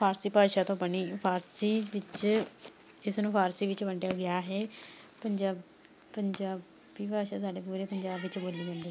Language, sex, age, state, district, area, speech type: Punjabi, female, 18-30, Punjab, Shaheed Bhagat Singh Nagar, rural, spontaneous